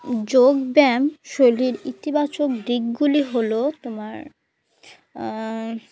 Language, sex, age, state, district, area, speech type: Bengali, female, 18-30, West Bengal, Murshidabad, urban, spontaneous